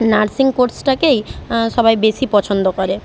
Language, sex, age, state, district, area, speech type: Bengali, female, 45-60, West Bengal, Jhargram, rural, spontaneous